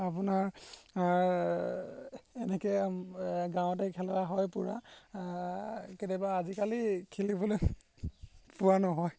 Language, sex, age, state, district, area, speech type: Assamese, male, 18-30, Assam, Golaghat, rural, spontaneous